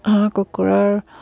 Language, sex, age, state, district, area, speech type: Assamese, female, 60+, Assam, Dibrugarh, rural, spontaneous